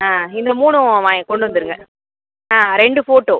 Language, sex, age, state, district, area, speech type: Tamil, female, 30-45, Tamil Nadu, Cuddalore, rural, conversation